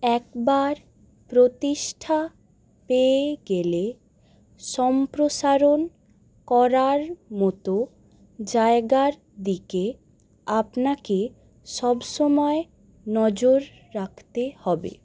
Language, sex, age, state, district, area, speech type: Bengali, female, 18-30, West Bengal, Howrah, urban, read